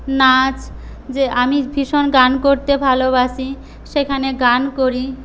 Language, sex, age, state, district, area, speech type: Bengali, female, 18-30, West Bengal, Paschim Medinipur, rural, spontaneous